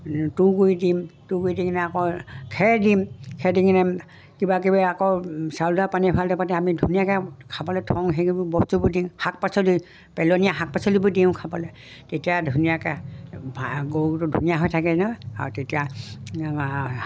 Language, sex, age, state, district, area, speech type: Assamese, female, 60+, Assam, Dibrugarh, rural, spontaneous